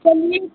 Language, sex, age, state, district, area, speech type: Hindi, female, 30-45, Uttar Pradesh, Sitapur, rural, conversation